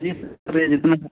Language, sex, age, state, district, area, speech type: Hindi, male, 45-60, Uttar Pradesh, Ayodhya, rural, conversation